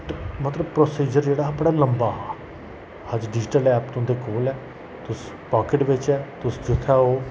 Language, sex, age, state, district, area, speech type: Dogri, male, 30-45, Jammu and Kashmir, Jammu, rural, spontaneous